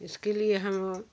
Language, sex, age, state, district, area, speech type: Hindi, female, 60+, Uttar Pradesh, Jaunpur, rural, spontaneous